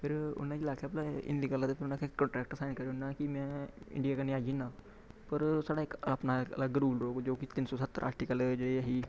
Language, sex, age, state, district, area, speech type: Dogri, male, 18-30, Jammu and Kashmir, Samba, rural, spontaneous